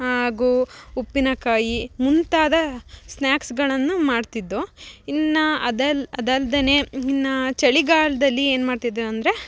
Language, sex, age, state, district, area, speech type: Kannada, female, 18-30, Karnataka, Chikkamagaluru, rural, spontaneous